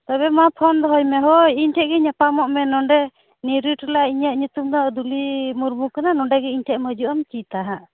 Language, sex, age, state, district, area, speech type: Santali, female, 30-45, West Bengal, Purba Bardhaman, rural, conversation